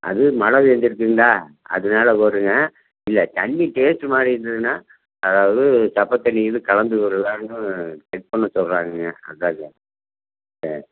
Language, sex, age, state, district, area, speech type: Tamil, male, 60+, Tamil Nadu, Tiruppur, rural, conversation